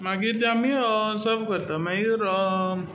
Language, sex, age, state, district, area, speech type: Goan Konkani, male, 18-30, Goa, Tiswadi, rural, spontaneous